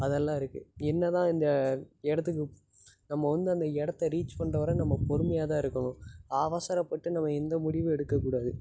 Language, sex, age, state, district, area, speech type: Tamil, male, 18-30, Tamil Nadu, Tiruppur, urban, spontaneous